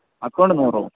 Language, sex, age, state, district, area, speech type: Malayalam, male, 18-30, Kerala, Thiruvananthapuram, rural, conversation